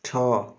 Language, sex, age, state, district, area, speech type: Odia, male, 60+, Odisha, Mayurbhanj, rural, read